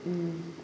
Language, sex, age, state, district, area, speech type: Manipuri, female, 30-45, Manipur, Kakching, rural, spontaneous